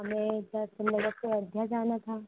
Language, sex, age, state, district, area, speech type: Hindi, female, 30-45, Uttar Pradesh, Ayodhya, rural, conversation